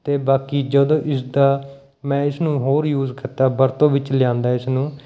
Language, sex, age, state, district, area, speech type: Punjabi, male, 30-45, Punjab, Mohali, rural, spontaneous